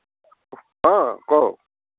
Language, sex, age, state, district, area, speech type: Assamese, male, 60+, Assam, Nagaon, rural, conversation